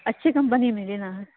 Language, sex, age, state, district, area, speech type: Urdu, female, 18-30, Bihar, Saharsa, rural, conversation